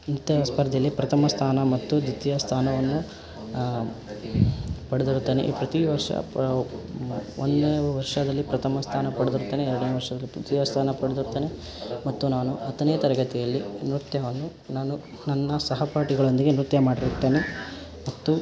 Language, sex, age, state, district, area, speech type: Kannada, male, 18-30, Karnataka, Koppal, rural, spontaneous